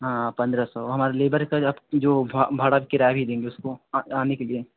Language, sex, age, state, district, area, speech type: Hindi, male, 18-30, Uttar Pradesh, Bhadohi, urban, conversation